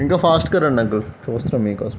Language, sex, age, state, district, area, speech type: Telugu, male, 18-30, Andhra Pradesh, Eluru, urban, spontaneous